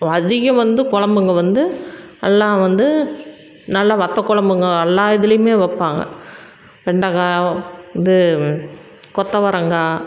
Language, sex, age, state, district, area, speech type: Tamil, female, 45-60, Tamil Nadu, Salem, rural, spontaneous